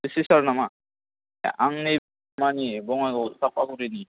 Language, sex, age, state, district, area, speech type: Bodo, male, 30-45, Assam, Chirang, rural, conversation